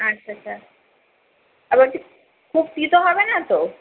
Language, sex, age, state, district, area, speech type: Bengali, female, 30-45, West Bengal, Kolkata, urban, conversation